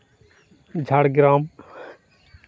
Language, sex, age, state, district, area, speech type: Santali, male, 18-30, West Bengal, Purba Bardhaman, rural, spontaneous